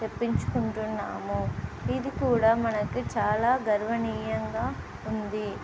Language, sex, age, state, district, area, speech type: Telugu, female, 18-30, Telangana, Nizamabad, urban, spontaneous